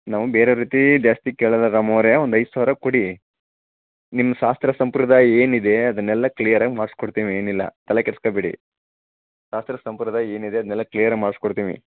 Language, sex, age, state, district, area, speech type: Kannada, male, 30-45, Karnataka, Chamarajanagar, rural, conversation